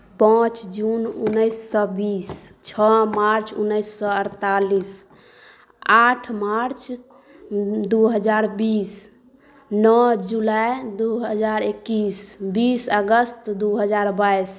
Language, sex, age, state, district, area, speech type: Maithili, female, 18-30, Bihar, Saharsa, rural, spontaneous